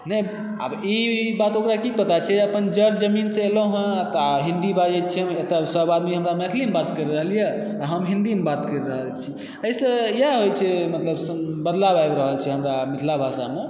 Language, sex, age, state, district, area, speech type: Maithili, male, 18-30, Bihar, Supaul, urban, spontaneous